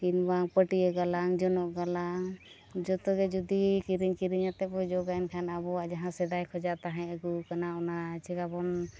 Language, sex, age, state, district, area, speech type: Santali, female, 30-45, Jharkhand, East Singhbhum, rural, spontaneous